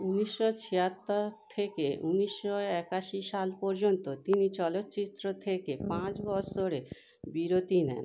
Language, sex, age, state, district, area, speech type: Bengali, female, 30-45, West Bengal, Howrah, urban, read